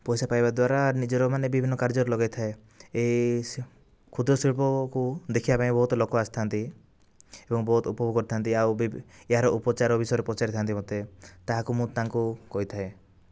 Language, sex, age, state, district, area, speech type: Odia, male, 18-30, Odisha, Kandhamal, rural, spontaneous